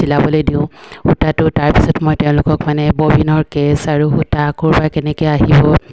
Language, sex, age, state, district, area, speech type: Assamese, female, 45-60, Assam, Dibrugarh, rural, spontaneous